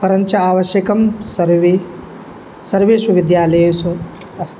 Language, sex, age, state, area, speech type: Sanskrit, male, 18-30, Uttar Pradesh, rural, spontaneous